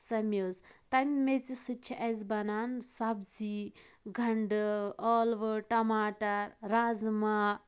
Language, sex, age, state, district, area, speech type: Kashmiri, female, 18-30, Jammu and Kashmir, Pulwama, rural, spontaneous